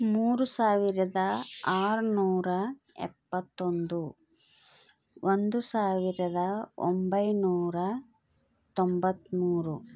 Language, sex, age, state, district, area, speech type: Kannada, female, 30-45, Karnataka, Bidar, urban, spontaneous